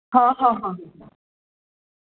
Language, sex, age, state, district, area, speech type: Marathi, female, 60+, Maharashtra, Mumbai Suburban, urban, conversation